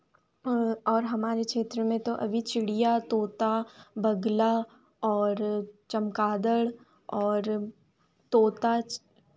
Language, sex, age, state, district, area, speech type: Hindi, female, 18-30, Madhya Pradesh, Chhindwara, urban, spontaneous